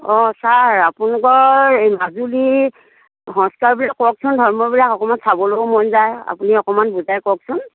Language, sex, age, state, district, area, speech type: Assamese, female, 60+, Assam, Lakhimpur, urban, conversation